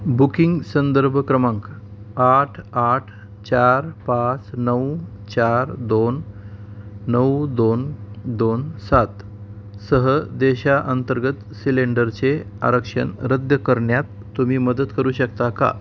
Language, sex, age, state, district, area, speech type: Marathi, male, 45-60, Maharashtra, Osmanabad, rural, read